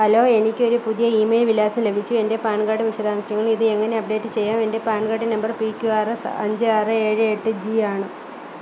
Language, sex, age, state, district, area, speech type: Malayalam, female, 30-45, Kerala, Kollam, rural, read